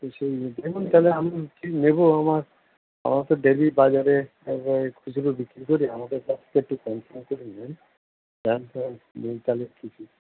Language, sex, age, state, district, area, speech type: Bengali, male, 60+, West Bengal, Howrah, urban, conversation